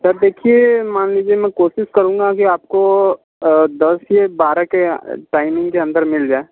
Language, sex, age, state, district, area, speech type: Hindi, male, 45-60, Uttar Pradesh, Sonbhadra, rural, conversation